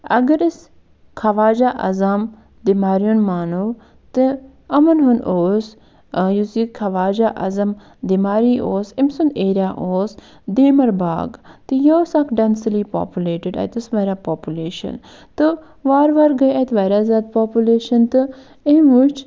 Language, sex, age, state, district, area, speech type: Kashmiri, female, 45-60, Jammu and Kashmir, Budgam, rural, spontaneous